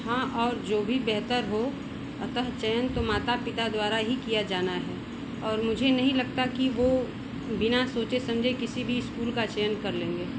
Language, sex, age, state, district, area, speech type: Hindi, female, 30-45, Uttar Pradesh, Mau, rural, read